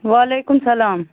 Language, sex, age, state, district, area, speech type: Kashmiri, female, 30-45, Jammu and Kashmir, Baramulla, rural, conversation